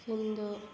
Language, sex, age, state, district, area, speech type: Sanskrit, female, 18-30, Kerala, Kannur, urban, spontaneous